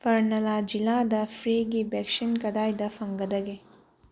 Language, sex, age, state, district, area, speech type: Manipuri, female, 18-30, Manipur, Bishnupur, rural, read